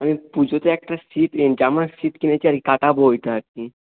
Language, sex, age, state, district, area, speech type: Bengali, male, 18-30, West Bengal, Nadia, rural, conversation